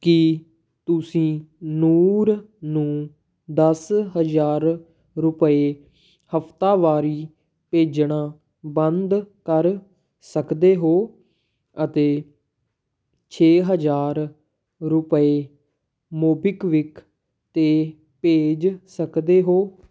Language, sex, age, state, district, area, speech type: Punjabi, male, 18-30, Punjab, Patiala, urban, read